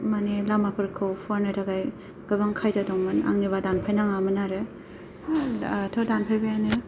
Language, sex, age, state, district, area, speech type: Bodo, female, 30-45, Assam, Kokrajhar, rural, spontaneous